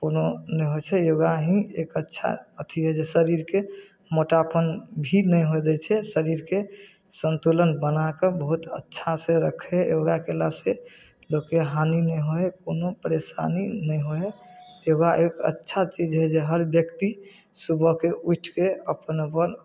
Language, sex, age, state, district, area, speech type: Maithili, male, 30-45, Bihar, Samastipur, rural, spontaneous